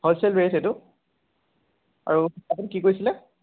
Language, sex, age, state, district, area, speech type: Assamese, male, 18-30, Assam, Lakhimpur, rural, conversation